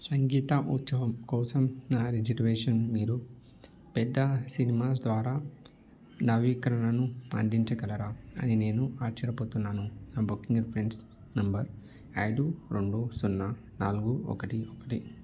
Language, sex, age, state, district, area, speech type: Telugu, male, 30-45, Telangana, Peddapalli, rural, read